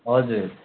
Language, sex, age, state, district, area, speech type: Nepali, male, 18-30, West Bengal, Darjeeling, rural, conversation